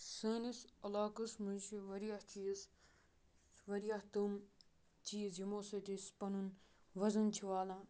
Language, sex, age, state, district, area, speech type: Kashmiri, male, 18-30, Jammu and Kashmir, Kupwara, rural, spontaneous